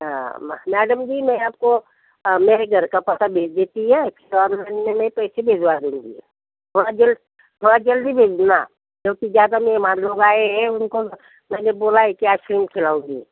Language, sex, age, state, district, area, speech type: Hindi, female, 60+, Madhya Pradesh, Bhopal, urban, conversation